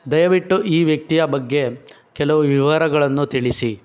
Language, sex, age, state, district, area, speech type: Kannada, male, 18-30, Karnataka, Chikkaballapur, urban, read